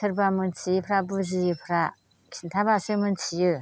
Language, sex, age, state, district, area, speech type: Bodo, female, 60+, Assam, Chirang, rural, spontaneous